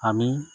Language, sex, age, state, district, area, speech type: Assamese, male, 45-60, Assam, Charaideo, urban, spontaneous